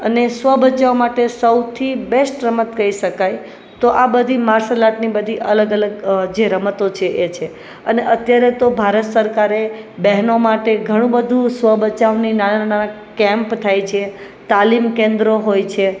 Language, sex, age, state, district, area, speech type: Gujarati, female, 30-45, Gujarat, Rajkot, urban, spontaneous